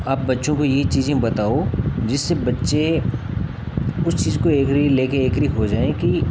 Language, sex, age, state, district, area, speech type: Hindi, male, 18-30, Rajasthan, Nagaur, rural, spontaneous